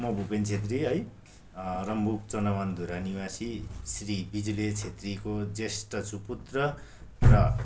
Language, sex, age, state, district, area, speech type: Nepali, male, 45-60, West Bengal, Darjeeling, rural, spontaneous